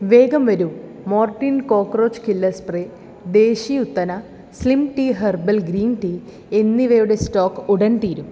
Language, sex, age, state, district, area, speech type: Malayalam, female, 18-30, Kerala, Thrissur, urban, read